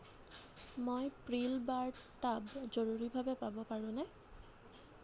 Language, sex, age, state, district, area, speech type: Assamese, female, 18-30, Assam, Nagaon, rural, read